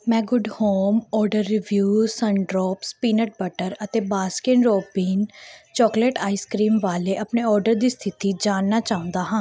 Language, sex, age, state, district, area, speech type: Punjabi, female, 18-30, Punjab, Pathankot, urban, read